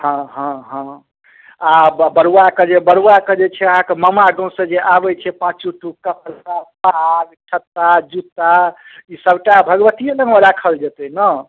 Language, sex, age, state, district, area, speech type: Maithili, male, 30-45, Bihar, Darbhanga, urban, conversation